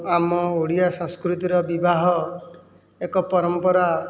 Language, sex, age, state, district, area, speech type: Odia, male, 45-60, Odisha, Jajpur, rural, spontaneous